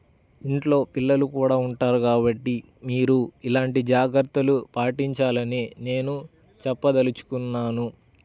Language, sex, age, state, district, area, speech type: Telugu, male, 18-30, Andhra Pradesh, Bapatla, urban, spontaneous